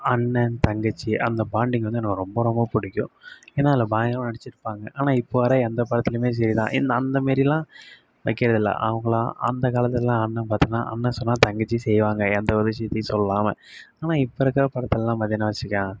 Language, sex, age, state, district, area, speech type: Tamil, male, 18-30, Tamil Nadu, Kallakurichi, rural, spontaneous